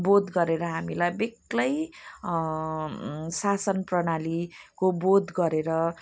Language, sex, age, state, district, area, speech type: Nepali, female, 45-60, West Bengal, Jalpaiguri, urban, spontaneous